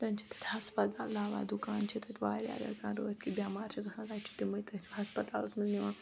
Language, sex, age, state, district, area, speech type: Kashmiri, female, 45-60, Jammu and Kashmir, Ganderbal, rural, spontaneous